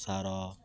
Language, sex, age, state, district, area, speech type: Odia, male, 18-30, Odisha, Malkangiri, urban, spontaneous